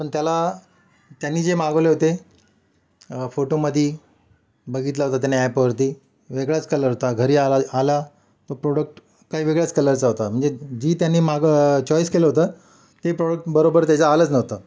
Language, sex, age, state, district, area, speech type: Marathi, male, 45-60, Maharashtra, Mumbai City, urban, spontaneous